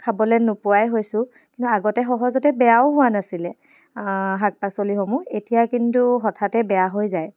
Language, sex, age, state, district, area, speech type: Assamese, female, 30-45, Assam, Charaideo, urban, spontaneous